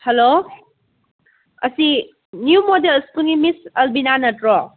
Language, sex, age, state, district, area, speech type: Manipuri, female, 30-45, Manipur, Kakching, rural, conversation